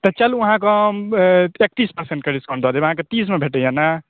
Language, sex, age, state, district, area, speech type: Maithili, male, 30-45, Bihar, Madhubani, urban, conversation